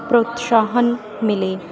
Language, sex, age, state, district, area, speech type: Punjabi, female, 30-45, Punjab, Sangrur, rural, spontaneous